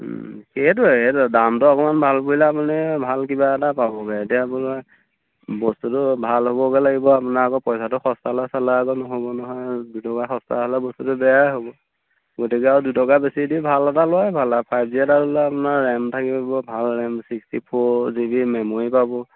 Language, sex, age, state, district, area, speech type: Assamese, male, 30-45, Assam, Majuli, urban, conversation